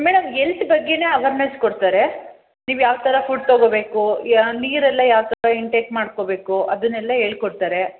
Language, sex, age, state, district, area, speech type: Kannada, female, 30-45, Karnataka, Hassan, urban, conversation